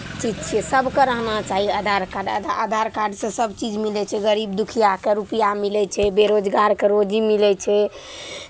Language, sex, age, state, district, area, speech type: Maithili, female, 18-30, Bihar, Araria, urban, spontaneous